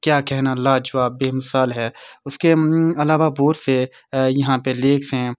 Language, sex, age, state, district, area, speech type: Urdu, male, 18-30, Jammu and Kashmir, Srinagar, urban, spontaneous